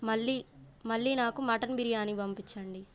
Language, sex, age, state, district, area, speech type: Telugu, female, 18-30, Andhra Pradesh, Bapatla, urban, spontaneous